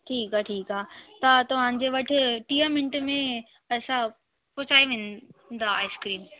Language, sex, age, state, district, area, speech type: Sindhi, female, 18-30, Delhi, South Delhi, urban, conversation